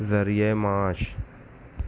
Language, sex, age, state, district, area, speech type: Urdu, male, 18-30, Maharashtra, Nashik, urban, spontaneous